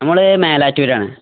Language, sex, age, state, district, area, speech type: Malayalam, male, 18-30, Kerala, Malappuram, rural, conversation